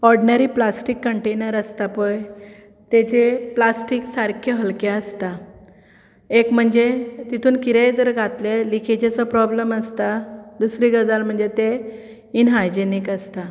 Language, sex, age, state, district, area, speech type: Goan Konkani, female, 30-45, Goa, Bardez, rural, spontaneous